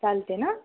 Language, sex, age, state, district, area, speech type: Marathi, female, 30-45, Maharashtra, Nanded, urban, conversation